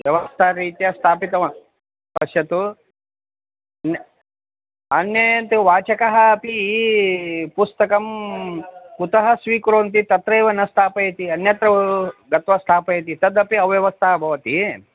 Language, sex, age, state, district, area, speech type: Sanskrit, male, 45-60, Karnataka, Vijayapura, urban, conversation